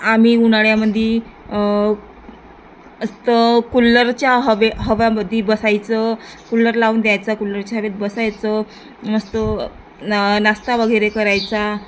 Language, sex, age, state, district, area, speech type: Marathi, female, 30-45, Maharashtra, Nagpur, rural, spontaneous